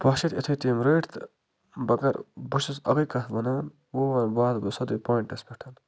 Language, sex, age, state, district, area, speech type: Kashmiri, male, 45-60, Jammu and Kashmir, Baramulla, rural, spontaneous